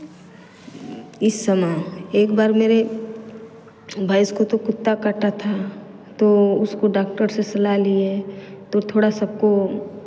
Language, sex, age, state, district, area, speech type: Hindi, female, 30-45, Uttar Pradesh, Varanasi, rural, spontaneous